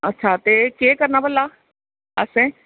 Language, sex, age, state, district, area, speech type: Dogri, female, 30-45, Jammu and Kashmir, Jammu, urban, conversation